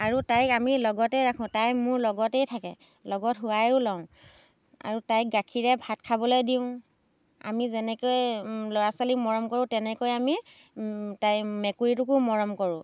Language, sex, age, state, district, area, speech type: Assamese, female, 30-45, Assam, Dhemaji, rural, spontaneous